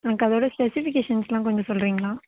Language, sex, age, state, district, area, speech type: Tamil, female, 18-30, Tamil Nadu, Tiruvarur, rural, conversation